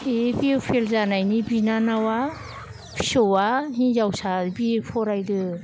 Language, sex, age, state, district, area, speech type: Bodo, female, 60+, Assam, Baksa, urban, spontaneous